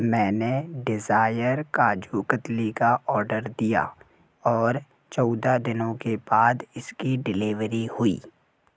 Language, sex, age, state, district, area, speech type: Hindi, male, 18-30, Madhya Pradesh, Jabalpur, urban, read